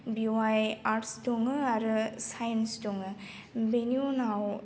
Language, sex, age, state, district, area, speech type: Bodo, female, 18-30, Assam, Baksa, rural, spontaneous